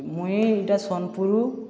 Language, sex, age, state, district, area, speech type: Odia, male, 18-30, Odisha, Subarnapur, urban, spontaneous